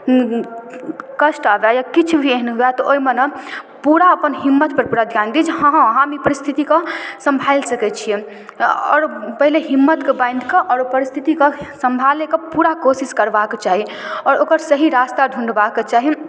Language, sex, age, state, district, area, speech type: Maithili, female, 18-30, Bihar, Darbhanga, rural, spontaneous